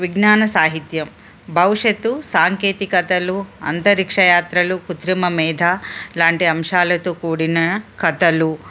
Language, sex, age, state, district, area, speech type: Telugu, female, 45-60, Telangana, Ranga Reddy, urban, spontaneous